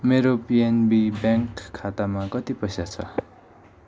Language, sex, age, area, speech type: Nepali, male, 18-30, rural, read